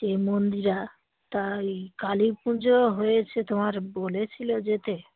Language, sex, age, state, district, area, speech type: Bengali, female, 45-60, West Bengal, Dakshin Dinajpur, urban, conversation